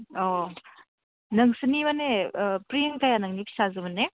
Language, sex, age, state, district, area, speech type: Bodo, female, 18-30, Assam, Udalguri, urban, conversation